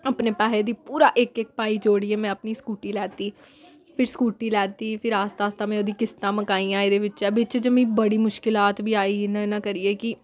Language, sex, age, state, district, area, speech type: Dogri, female, 18-30, Jammu and Kashmir, Samba, rural, spontaneous